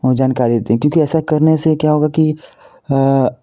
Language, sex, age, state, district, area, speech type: Hindi, male, 18-30, Uttar Pradesh, Varanasi, rural, spontaneous